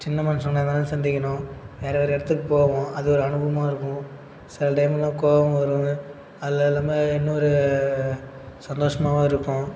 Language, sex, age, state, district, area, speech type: Tamil, male, 30-45, Tamil Nadu, Cuddalore, rural, spontaneous